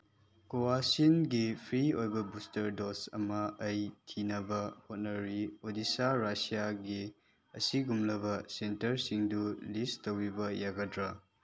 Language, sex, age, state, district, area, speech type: Manipuri, male, 18-30, Manipur, Chandel, rural, read